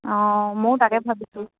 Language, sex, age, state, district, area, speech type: Assamese, female, 18-30, Assam, Dibrugarh, rural, conversation